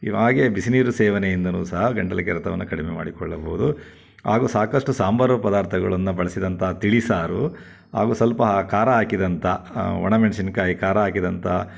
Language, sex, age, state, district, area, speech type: Kannada, male, 60+, Karnataka, Chitradurga, rural, spontaneous